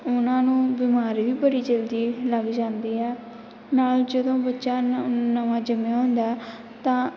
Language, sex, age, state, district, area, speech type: Punjabi, female, 18-30, Punjab, Pathankot, urban, spontaneous